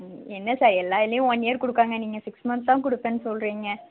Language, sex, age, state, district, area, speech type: Tamil, female, 30-45, Tamil Nadu, Tirunelveli, urban, conversation